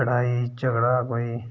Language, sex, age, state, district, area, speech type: Dogri, male, 30-45, Jammu and Kashmir, Udhampur, rural, spontaneous